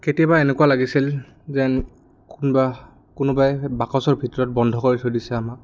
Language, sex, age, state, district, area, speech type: Assamese, male, 18-30, Assam, Goalpara, urban, spontaneous